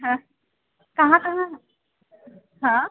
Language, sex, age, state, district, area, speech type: Hindi, female, 18-30, Uttar Pradesh, Mirzapur, urban, conversation